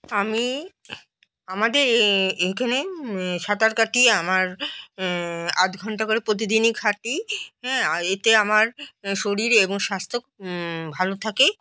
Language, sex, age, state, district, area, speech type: Bengali, female, 45-60, West Bengal, Alipurduar, rural, spontaneous